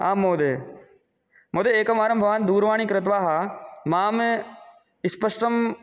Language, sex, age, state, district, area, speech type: Sanskrit, male, 18-30, Rajasthan, Jaipur, rural, spontaneous